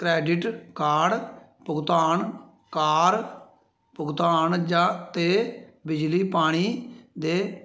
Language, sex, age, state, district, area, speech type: Dogri, male, 45-60, Jammu and Kashmir, Samba, rural, read